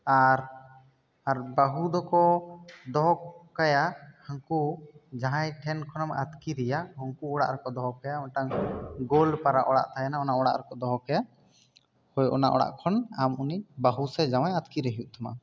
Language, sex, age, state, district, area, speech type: Santali, male, 18-30, West Bengal, Bankura, rural, spontaneous